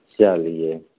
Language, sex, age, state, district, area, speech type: Maithili, male, 30-45, Bihar, Begusarai, urban, conversation